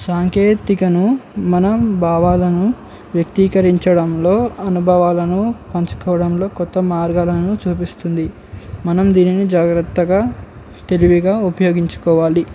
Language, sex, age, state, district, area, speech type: Telugu, male, 18-30, Telangana, Komaram Bheem, urban, spontaneous